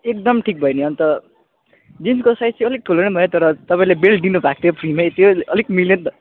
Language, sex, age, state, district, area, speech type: Nepali, male, 18-30, West Bengal, Kalimpong, rural, conversation